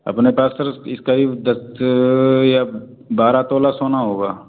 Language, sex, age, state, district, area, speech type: Hindi, male, 45-60, Madhya Pradesh, Gwalior, urban, conversation